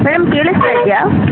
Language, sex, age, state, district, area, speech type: Kannada, female, 30-45, Karnataka, Hassan, urban, conversation